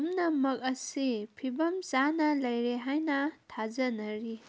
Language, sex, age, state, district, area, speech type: Manipuri, female, 30-45, Manipur, Kangpokpi, urban, read